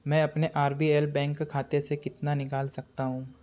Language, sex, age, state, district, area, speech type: Hindi, male, 30-45, Madhya Pradesh, Betul, urban, read